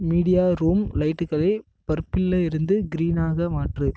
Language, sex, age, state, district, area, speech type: Tamil, male, 18-30, Tamil Nadu, Namakkal, rural, read